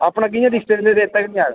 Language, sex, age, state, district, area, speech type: Dogri, male, 18-30, Jammu and Kashmir, Udhampur, urban, conversation